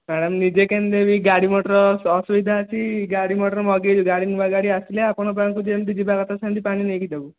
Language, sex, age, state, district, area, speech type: Odia, male, 18-30, Odisha, Khordha, rural, conversation